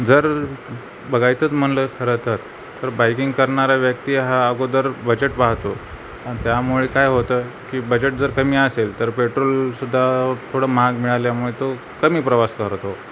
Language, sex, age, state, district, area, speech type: Marathi, male, 45-60, Maharashtra, Nanded, rural, spontaneous